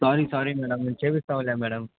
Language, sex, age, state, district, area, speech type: Telugu, male, 18-30, Andhra Pradesh, Bapatla, rural, conversation